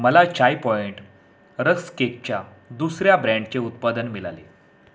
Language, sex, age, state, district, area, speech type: Marathi, male, 30-45, Maharashtra, Raigad, rural, read